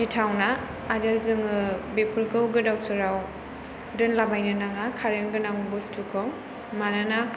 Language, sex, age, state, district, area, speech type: Bodo, female, 18-30, Assam, Chirang, urban, spontaneous